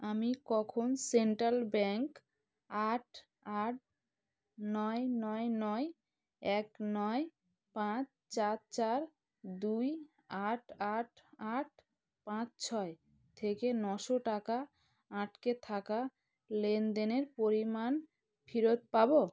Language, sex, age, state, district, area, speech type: Bengali, female, 30-45, West Bengal, South 24 Parganas, rural, read